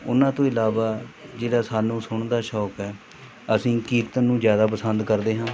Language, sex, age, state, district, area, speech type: Punjabi, male, 45-60, Punjab, Mohali, rural, spontaneous